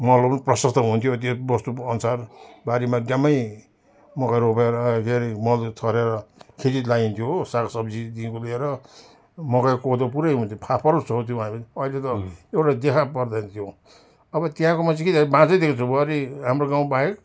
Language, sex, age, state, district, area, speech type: Nepali, male, 60+, West Bengal, Darjeeling, rural, spontaneous